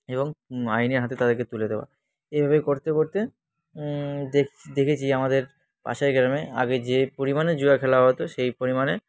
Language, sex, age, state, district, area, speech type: Bengali, male, 18-30, West Bengal, Dakshin Dinajpur, urban, spontaneous